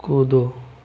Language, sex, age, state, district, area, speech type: Hindi, male, 18-30, Rajasthan, Jaipur, urban, read